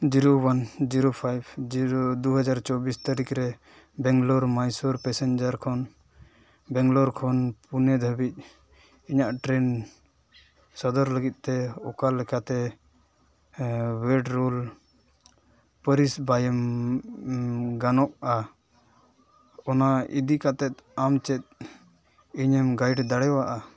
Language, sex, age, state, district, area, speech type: Santali, male, 18-30, West Bengal, Dakshin Dinajpur, rural, read